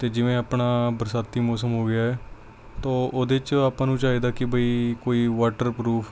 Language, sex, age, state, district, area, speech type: Punjabi, male, 18-30, Punjab, Mansa, urban, spontaneous